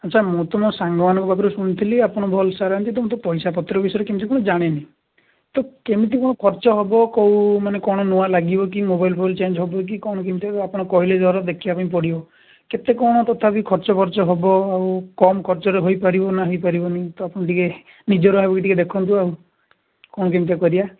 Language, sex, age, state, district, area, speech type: Odia, male, 18-30, Odisha, Balasore, rural, conversation